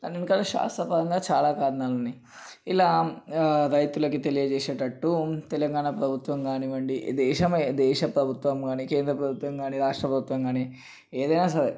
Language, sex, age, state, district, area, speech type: Telugu, male, 18-30, Telangana, Nalgonda, urban, spontaneous